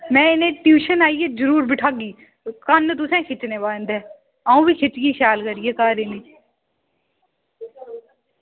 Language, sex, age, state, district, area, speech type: Dogri, female, 18-30, Jammu and Kashmir, Udhampur, rural, conversation